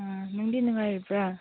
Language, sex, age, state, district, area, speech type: Manipuri, female, 18-30, Manipur, Senapati, urban, conversation